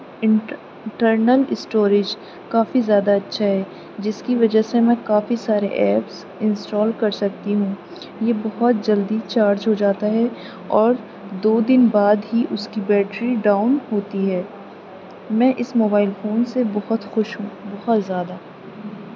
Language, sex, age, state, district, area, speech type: Urdu, female, 18-30, Uttar Pradesh, Aligarh, urban, spontaneous